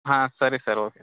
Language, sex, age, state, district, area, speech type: Kannada, male, 30-45, Karnataka, Belgaum, rural, conversation